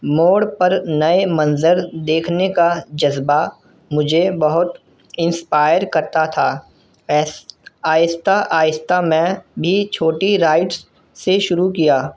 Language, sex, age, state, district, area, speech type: Urdu, male, 18-30, Delhi, North East Delhi, urban, spontaneous